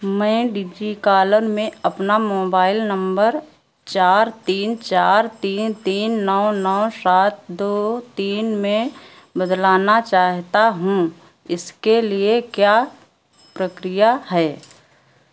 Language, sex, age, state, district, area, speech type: Hindi, female, 60+, Uttar Pradesh, Sitapur, rural, read